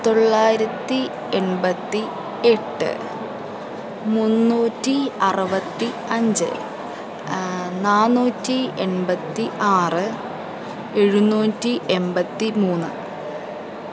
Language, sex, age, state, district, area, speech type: Malayalam, female, 30-45, Kerala, Palakkad, urban, spontaneous